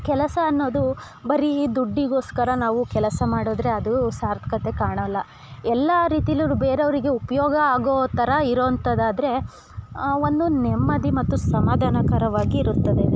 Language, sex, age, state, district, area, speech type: Kannada, female, 30-45, Karnataka, Chikkamagaluru, rural, spontaneous